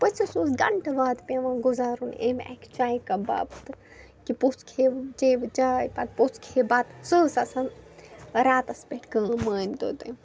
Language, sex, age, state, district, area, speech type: Kashmiri, female, 18-30, Jammu and Kashmir, Bandipora, rural, spontaneous